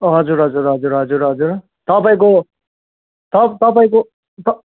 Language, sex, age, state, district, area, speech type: Nepali, male, 45-60, West Bengal, Kalimpong, rural, conversation